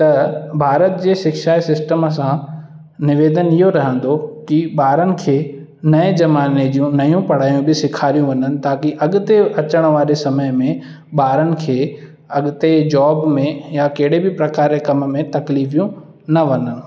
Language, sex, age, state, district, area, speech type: Sindhi, male, 18-30, Madhya Pradesh, Katni, urban, spontaneous